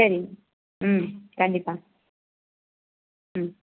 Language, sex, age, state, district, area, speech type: Tamil, female, 60+, Tamil Nadu, Dharmapuri, urban, conversation